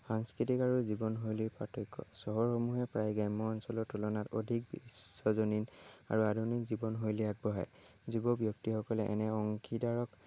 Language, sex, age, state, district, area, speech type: Assamese, male, 18-30, Assam, Lakhimpur, rural, spontaneous